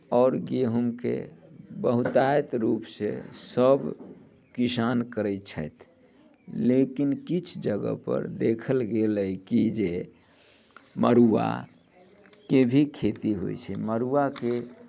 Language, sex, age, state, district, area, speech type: Maithili, male, 45-60, Bihar, Muzaffarpur, urban, spontaneous